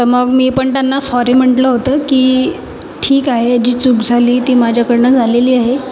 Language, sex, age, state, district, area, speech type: Marathi, female, 30-45, Maharashtra, Nagpur, urban, spontaneous